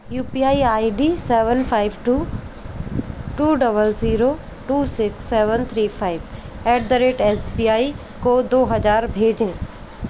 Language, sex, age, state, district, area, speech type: Hindi, female, 18-30, Madhya Pradesh, Indore, urban, read